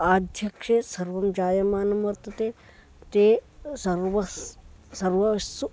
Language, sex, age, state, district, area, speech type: Sanskrit, male, 18-30, Karnataka, Uttara Kannada, rural, spontaneous